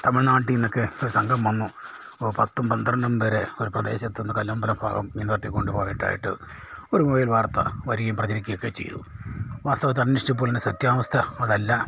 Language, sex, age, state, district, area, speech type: Malayalam, male, 60+, Kerala, Kollam, rural, spontaneous